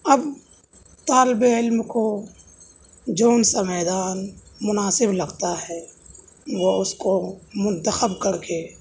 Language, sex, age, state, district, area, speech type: Urdu, male, 18-30, Delhi, South Delhi, urban, spontaneous